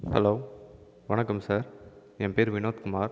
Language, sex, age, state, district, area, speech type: Tamil, male, 30-45, Tamil Nadu, Viluppuram, urban, spontaneous